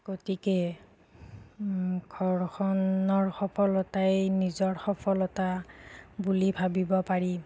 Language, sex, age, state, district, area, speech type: Assamese, female, 45-60, Assam, Nagaon, rural, spontaneous